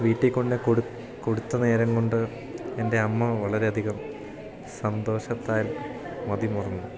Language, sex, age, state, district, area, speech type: Malayalam, male, 18-30, Kerala, Idukki, rural, spontaneous